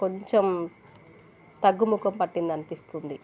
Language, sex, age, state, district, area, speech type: Telugu, female, 30-45, Telangana, Warangal, rural, spontaneous